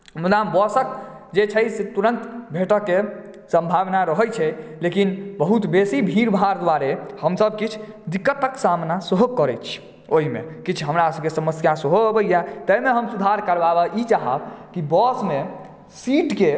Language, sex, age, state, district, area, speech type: Maithili, male, 30-45, Bihar, Madhubani, urban, spontaneous